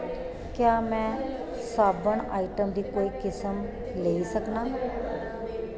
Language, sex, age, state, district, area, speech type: Dogri, female, 30-45, Jammu and Kashmir, Kathua, rural, read